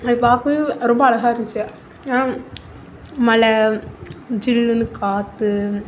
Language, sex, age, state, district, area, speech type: Tamil, female, 30-45, Tamil Nadu, Mayiladuthurai, urban, spontaneous